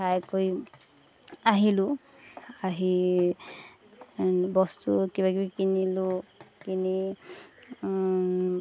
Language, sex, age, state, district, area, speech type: Assamese, female, 30-45, Assam, Golaghat, urban, spontaneous